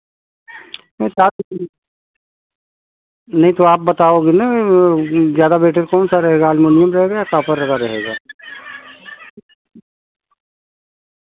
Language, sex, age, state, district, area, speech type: Hindi, male, 45-60, Uttar Pradesh, Prayagraj, urban, conversation